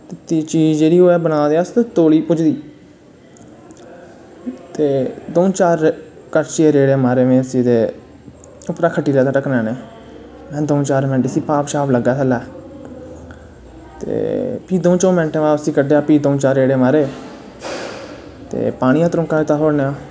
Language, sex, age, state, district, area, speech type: Dogri, male, 18-30, Jammu and Kashmir, Reasi, rural, spontaneous